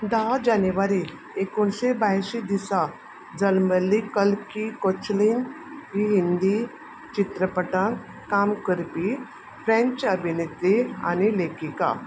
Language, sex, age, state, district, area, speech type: Goan Konkani, female, 45-60, Goa, Quepem, rural, read